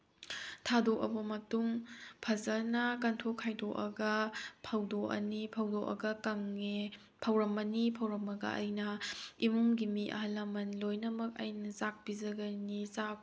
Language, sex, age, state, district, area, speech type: Manipuri, female, 30-45, Manipur, Tengnoupal, urban, spontaneous